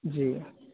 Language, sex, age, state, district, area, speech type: Urdu, male, 18-30, Uttar Pradesh, Saharanpur, urban, conversation